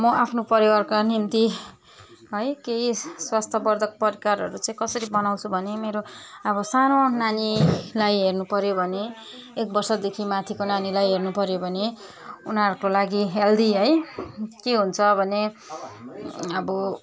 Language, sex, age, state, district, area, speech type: Nepali, female, 30-45, West Bengal, Darjeeling, rural, spontaneous